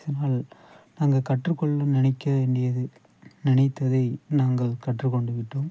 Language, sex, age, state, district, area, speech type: Tamil, male, 30-45, Tamil Nadu, Thanjavur, rural, spontaneous